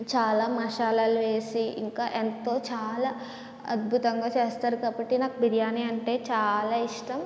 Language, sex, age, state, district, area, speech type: Telugu, female, 18-30, Andhra Pradesh, Kakinada, urban, spontaneous